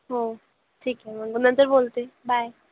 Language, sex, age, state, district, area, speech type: Marathi, female, 18-30, Maharashtra, Nagpur, urban, conversation